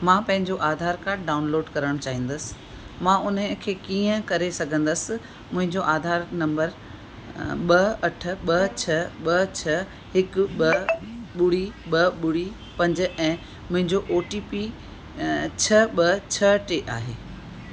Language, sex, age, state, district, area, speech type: Sindhi, female, 60+, Rajasthan, Ajmer, urban, read